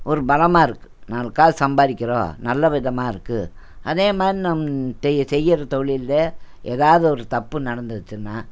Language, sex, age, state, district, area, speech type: Tamil, female, 60+, Tamil Nadu, Coimbatore, urban, spontaneous